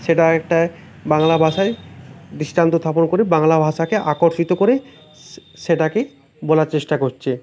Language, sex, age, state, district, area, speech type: Bengali, male, 18-30, West Bengal, Uttar Dinajpur, rural, spontaneous